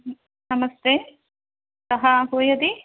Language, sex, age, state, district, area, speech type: Sanskrit, female, 45-60, Kerala, Thrissur, urban, conversation